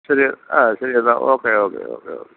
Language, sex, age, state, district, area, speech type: Malayalam, male, 60+, Kerala, Thiruvananthapuram, rural, conversation